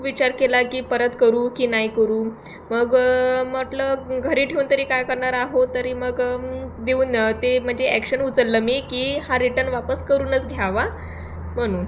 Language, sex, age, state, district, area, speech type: Marathi, female, 18-30, Maharashtra, Thane, rural, spontaneous